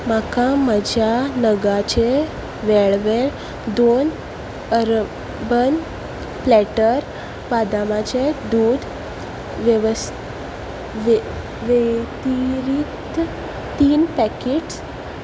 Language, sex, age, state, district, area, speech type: Goan Konkani, female, 18-30, Goa, Salcete, rural, read